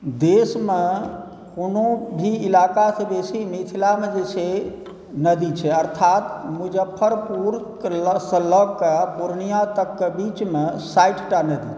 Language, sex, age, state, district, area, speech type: Maithili, male, 45-60, Bihar, Supaul, rural, spontaneous